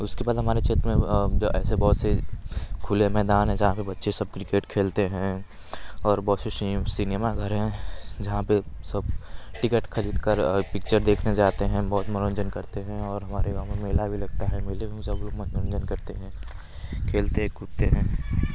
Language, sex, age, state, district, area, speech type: Hindi, male, 18-30, Uttar Pradesh, Varanasi, rural, spontaneous